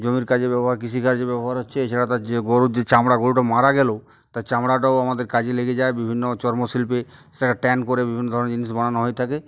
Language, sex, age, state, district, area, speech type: Bengali, male, 45-60, West Bengal, Uttar Dinajpur, urban, spontaneous